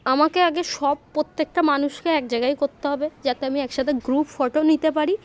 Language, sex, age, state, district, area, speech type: Bengali, female, 18-30, West Bengal, Darjeeling, urban, spontaneous